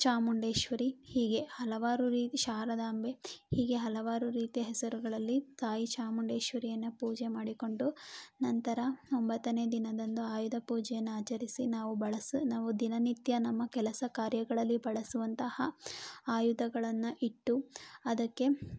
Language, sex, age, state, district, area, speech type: Kannada, female, 18-30, Karnataka, Mandya, rural, spontaneous